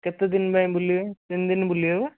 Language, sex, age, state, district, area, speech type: Odia, male, 18-30, Odisha, Ganjam, urban, conversation